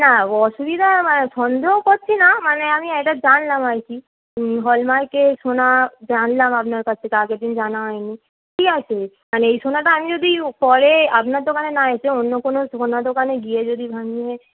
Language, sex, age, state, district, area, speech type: Bengali, female, 18-30, West Bengal, Darjeeling, urban, conversation